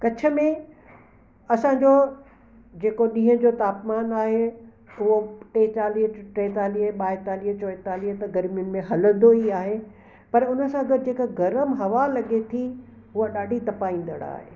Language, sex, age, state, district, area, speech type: Sindhi, female, 60+, Gujarat, Kutch, urban, spontaneous